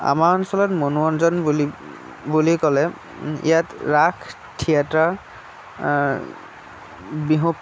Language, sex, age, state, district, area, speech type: Assamese, male, 18-30, Assam, Sonitpur, rural, spontaneous